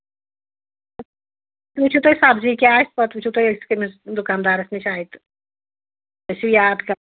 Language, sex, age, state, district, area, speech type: Kashmiri, female, 45-60, Jammu and Kashmir, Anantnag, rural, conversation